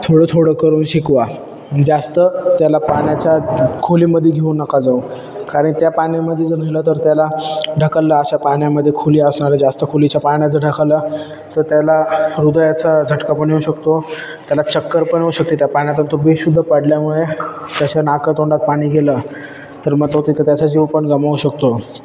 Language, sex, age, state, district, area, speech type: Marathi, male, 18-30, Maharashtra, Ahmednagar, urban, spontaneous